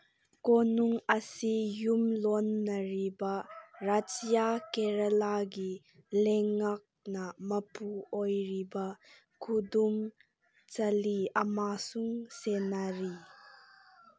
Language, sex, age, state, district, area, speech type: Manipuri, female, 18-30, Manipur, Senapati, urban, read